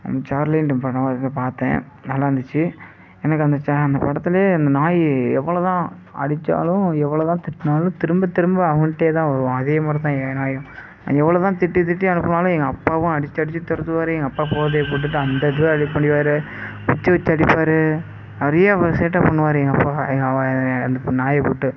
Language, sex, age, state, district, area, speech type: Tamil, male, 30-45, Tamil Nadu, Sivaganga, rural, spontaneous